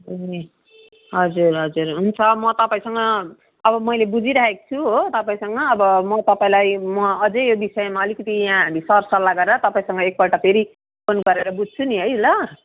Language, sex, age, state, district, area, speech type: Nepali, female, 45-60, West Bengal, Darjeeling, rural, conversation